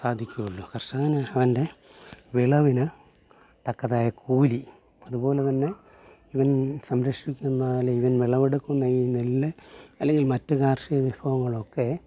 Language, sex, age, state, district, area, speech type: Malayalam, male, 45-60, Kerala, Alappuzha, urban, spontaneous